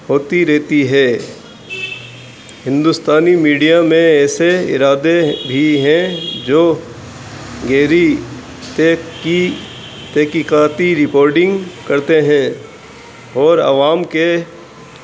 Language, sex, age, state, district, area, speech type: Urdu, male, 18-30, Uttar Pradesh, Rampur, urban, spontaneous